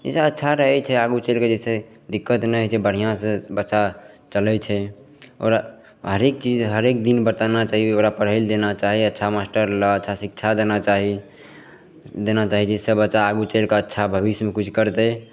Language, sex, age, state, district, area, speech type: Maithili, male, 18-30, Bihar, Madhepura, rural, spontaneous